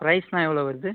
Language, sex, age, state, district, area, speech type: Tamil, male, 18-30, Tamil Nadu, Cuddalore, rural, conversation